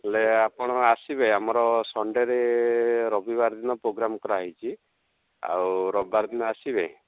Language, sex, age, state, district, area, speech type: Odia, male, 60+, Odisha, Jharsuguda, rural, conversation